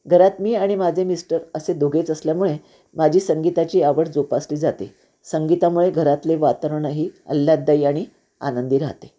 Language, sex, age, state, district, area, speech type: Marathi, female, 60+, Maharashtra, Nashik, urban, spontaneous